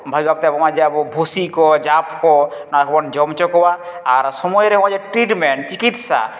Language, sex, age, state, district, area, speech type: Santali, male, 30-45, West Bengal, Jhargram, rural, spontaneous